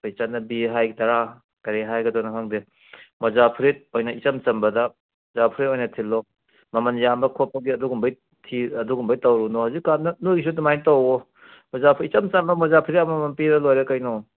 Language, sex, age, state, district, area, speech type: Manipuri, male, 60+, Manipur, Kangpokpi, urban, conversation